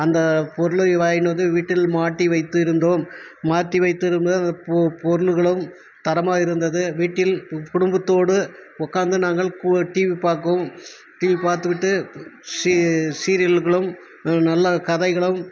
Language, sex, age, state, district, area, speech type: Tamil, male, 45-60, Tamil Nadu, Krishnagiri, rural, spontaneous